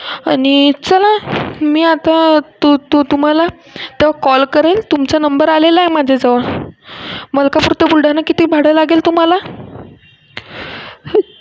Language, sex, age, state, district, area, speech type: Marathi, male, 60+, Maharashtra, Buldhana, rural, spontaneous